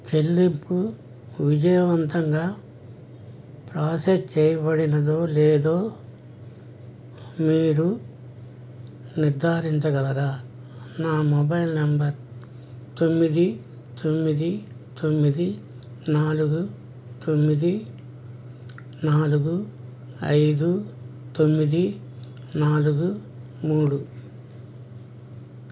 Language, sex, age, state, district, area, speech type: Telugu, male, 60+, Andhra Pradesh, N T Rama Rao, urban, read